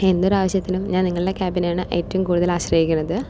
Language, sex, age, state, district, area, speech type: Malayalam, female, 18-30, Kerala, Palakkad, rural, spontaneous